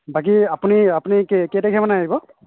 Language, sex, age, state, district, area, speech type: Assamese, male, 45-60, Assam, Nagaon, rural, conversation